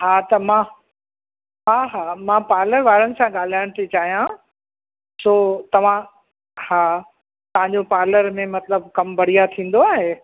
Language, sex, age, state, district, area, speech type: Sindhi, female, 60+, Uttar Pradesh, Lucknow, rural, conversation